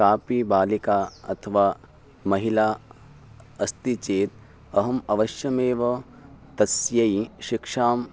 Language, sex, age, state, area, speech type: Sanskrit, male, 18-30, Uttarakhand, urban, spontaneous